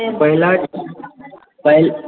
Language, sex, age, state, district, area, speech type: Maithili, male, 18-30, Bihar, Supaul, rural, conversation